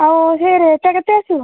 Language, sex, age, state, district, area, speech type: Odia, female, 18-30, Odisha, Kandhamal, rural, conversation